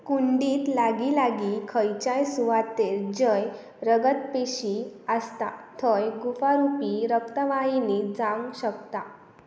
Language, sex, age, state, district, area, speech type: Goan Konkani, female, 18-30, Goa, Pernem, urban, read